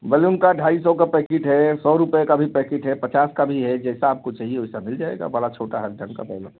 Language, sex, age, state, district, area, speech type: Hindi, male, 45-60, Uttar Pradesh, Bhadohi, urban, conversation